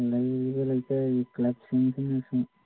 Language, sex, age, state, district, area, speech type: Manipuri, male, 30-45, Manipur, Thoubal, rural, conversation